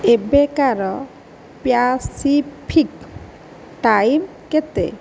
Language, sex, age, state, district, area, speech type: Odia, male, 60+, Odisha, Nayagarh, rural, read